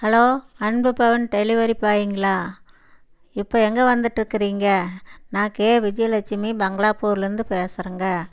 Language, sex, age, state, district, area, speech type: Tamil, female, 60+, Tamil Nadu, Erode, urban, spontaneous